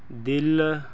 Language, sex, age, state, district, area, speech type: Punjabi, male, 30-45, Punjab, Fazilka, rural, read